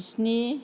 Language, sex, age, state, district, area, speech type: Bodo, female, 45-60, Assam, Kokrajhar, rural, spontaneous